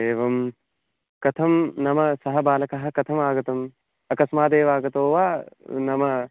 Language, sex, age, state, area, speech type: Sanskrit, male, 18-30, Uttarakhand, urban, conversation